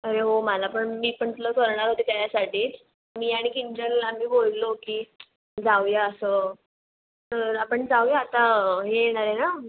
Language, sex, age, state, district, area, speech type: Marathi, female, 18-30, Maharashtra, Mumbai Suburban, urban, conversation